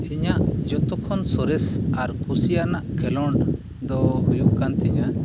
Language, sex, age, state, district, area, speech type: Santali, male, 45-60, Jharkhand, East Singhbhum, rural, spontaneous